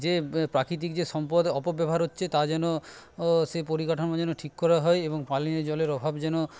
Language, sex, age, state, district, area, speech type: Bengali, male, 30-45, West Bengal, Paschim Medinipur, rural, spontaneous